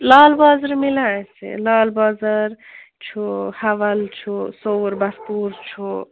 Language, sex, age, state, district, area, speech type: Kashmiri, female, 60+, Jammu and Kashmir, Srinagar, urban, conversation